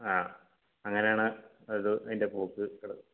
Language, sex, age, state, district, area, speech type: Malayalam, male, 30-45, Kerala, Malappuram, rural, conversation